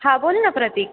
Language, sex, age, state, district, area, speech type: Marathi, female, 18-30, Maharashtra, Ahmednagar, urban, conversation